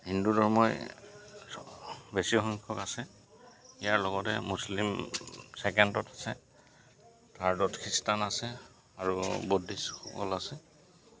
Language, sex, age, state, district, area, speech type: Assamese, male, 45-60, Assam, Goalpara, urban, spontaneous